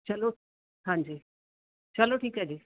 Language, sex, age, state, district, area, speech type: Punjabi, female, 30-45, Punjab, Mansa, rural, conversation